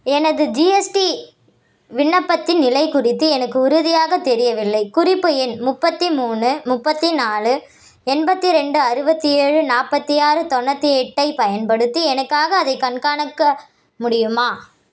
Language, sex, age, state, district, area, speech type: Tamil, female, 18-30, Tamil Nadu, Vellore, urban, read